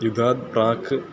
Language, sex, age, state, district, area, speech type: Sanskrit, male, 18-30, Kerala, Ernakulam, rural, spontaneous